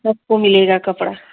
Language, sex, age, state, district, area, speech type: Hindi, female, 30-45, Uttar Pradesh, Jaunpur, rural, conversation